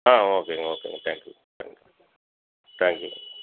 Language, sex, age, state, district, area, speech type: Tamil, female, 18-30, Tamil Nadu, Cuddalore, rural, conversation